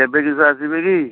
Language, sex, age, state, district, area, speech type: Odia, male, 45-60, Odisha, Balasore, rural, conversation